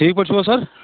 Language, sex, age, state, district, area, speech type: Kashmiri, male, 30-45, Jammu and Kashmir, Bandipora, rural, conversation